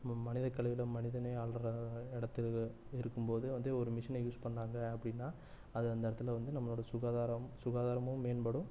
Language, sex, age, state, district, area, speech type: Tamil, male, 30-45, Tamil Nadu, Erode, rural, spontaneous